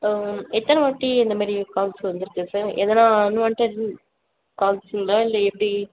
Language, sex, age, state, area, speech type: Tamil, female, 30-45, Tamil Nadu, urban, conversation